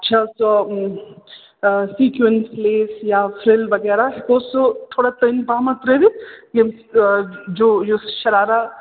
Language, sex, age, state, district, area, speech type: Kashmiri, female, 30-45, Jammu and Kashmir, Srinagar, urban, conversation